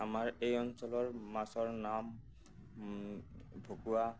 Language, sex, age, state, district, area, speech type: Assamese, male, 30-45, Assam, Nagaon, rural, spontaneous